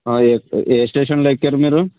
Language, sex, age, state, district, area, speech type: Telugu, male, 18-30, Andhra Pradesh, Krishna, urban, conversation